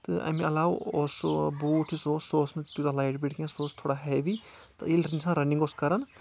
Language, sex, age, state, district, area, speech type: Kashmiri, male, 18-30, Jammu and Kashmir, Anantnag, rural, spontaneous